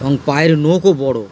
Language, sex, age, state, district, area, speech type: Bengali, male, 60+, West Bengal, Dakshin Dinajpur, urban, spontaneous